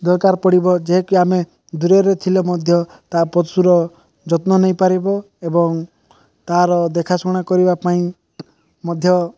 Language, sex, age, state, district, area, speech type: Odia, male, 18-30, Odisha, Nabarangpur, urban, spontaneous